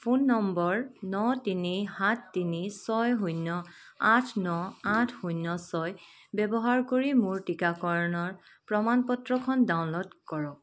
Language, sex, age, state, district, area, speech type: Assamese, female, 30-45, Assam, Dibrugarh, urban, read